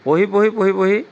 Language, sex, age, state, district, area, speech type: Assamese, male, 60+, Assam, Charaideo, urban, spontaneous